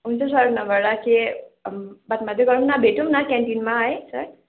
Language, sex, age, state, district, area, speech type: Nepali, female, 18-30, West Bengal, Darjeeling, rural, conversation